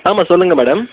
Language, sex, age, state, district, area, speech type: Tamil, male, 18-30, Tamil Nadu, Nagapattinam, rural, conversation